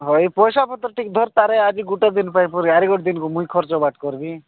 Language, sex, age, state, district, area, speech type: Odia, male, 45-60, Odisha, Nabarangpur, rural, conversation